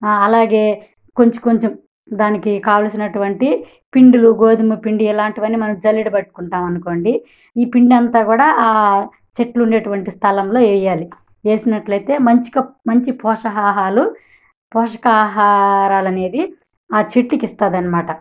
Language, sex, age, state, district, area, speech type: Telugu, female, 30-45, Andhra Pradesh, Kadapa, urban, spontaneous